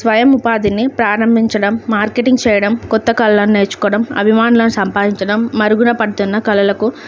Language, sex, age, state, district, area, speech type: Telugu, female, 18-30, Andhra Pradesh, Alluri Sitarama Raju, rural, spontaneous